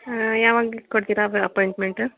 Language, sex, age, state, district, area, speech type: Kannada, female, 30-45, Karnataka, Mysore, urban, conversation